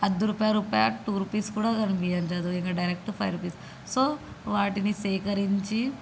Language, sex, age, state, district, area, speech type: Telugu, female, 18-30, Andhra Pradesh, Krishna, urban, spontaneous